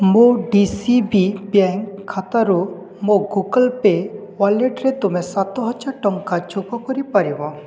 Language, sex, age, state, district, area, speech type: Odia, male, 18-30, Odisha, Balangir, urban, read